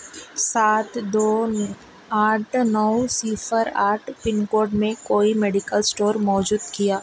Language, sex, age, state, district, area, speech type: Urdu, female, 18-30, Telangana, Hyderabad, urban, read